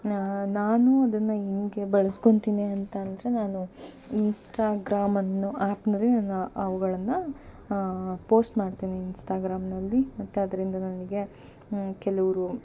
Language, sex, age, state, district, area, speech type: Kannada, female, 30-45, Karnataka, Davanagere, rural, spontaneous